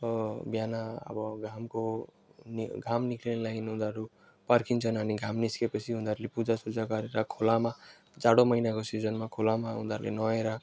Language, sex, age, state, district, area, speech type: Nepali, male, 18-30, West Bengal, Alipurduar, urban, spontaneous